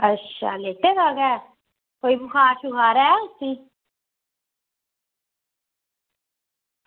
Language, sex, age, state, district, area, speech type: Dogri, female, 30-45, Jammu and Kashmir, Samba, rural, conversation